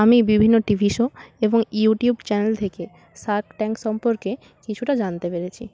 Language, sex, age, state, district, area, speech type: Bengali, female, 18-30, West Bengal, Purba Medinipur, rural, spontaneous